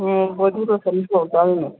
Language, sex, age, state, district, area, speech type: Manipuri, female, 45-60, Manipur, Imphal East, rural, conversation